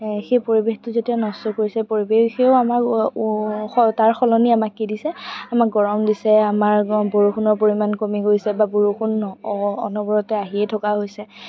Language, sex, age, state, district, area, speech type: Assamese, female, 45-60, Assam, Darrang, rural, spontaneous